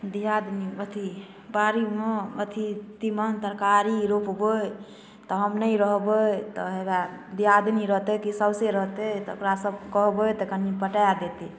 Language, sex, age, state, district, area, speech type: Maithili, female, 30-45, Bihar, Darbhanga, rural, spontaneous